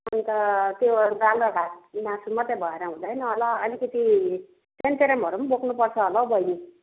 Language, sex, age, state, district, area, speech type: Nepali, female, 60+, West Bengal, Jalpaiguri, rural, conversation